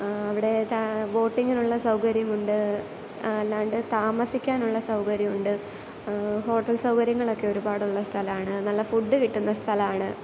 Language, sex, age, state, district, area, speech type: Malayalam, female, 18-30, Kerala, Kottayam, rural, spontaneous